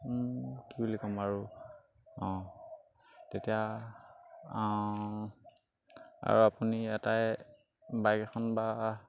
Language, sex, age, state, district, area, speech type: Assamese, male, 18-30, Assam, Charaideo, rural, spontaneous